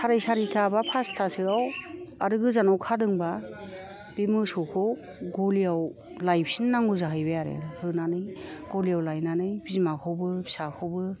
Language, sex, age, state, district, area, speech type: Bodo, female, 60+, Assam, Kokrajhar, rural, spontaneous